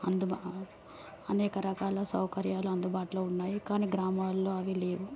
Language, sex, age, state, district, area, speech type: Telugu, female, 30-45, Andhra Pradesh, Visakhapatnam, urban, spontaneous